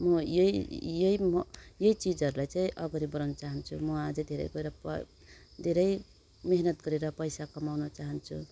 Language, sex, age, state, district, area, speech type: Nepali, female, 30-45, West Bengal, Darjeeling, rural, spontaneous